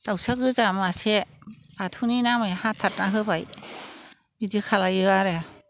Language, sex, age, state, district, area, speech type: Bodo, female, 60+, Assam, Chirang, rural, spontaneous